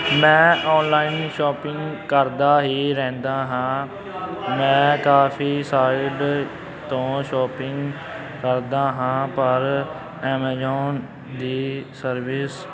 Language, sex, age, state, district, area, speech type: Punjabi, male, 18-30, Punjab, Amritsar, rural, spontaneous